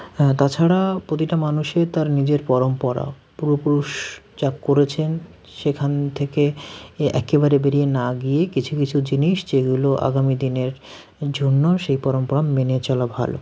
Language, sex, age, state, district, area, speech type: Bengali, male, 30-45, West Bengal, Hooghly, urban, spontaneous